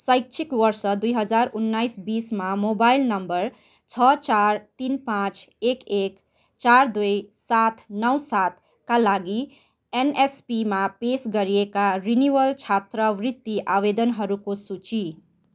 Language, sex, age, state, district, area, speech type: Nepali, female, 30-45, West Bengal, Kalimpong, rural, read